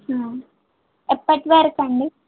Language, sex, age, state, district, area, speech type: Telugu, female, 18-30, Telangana, Siddipet, urban, conversation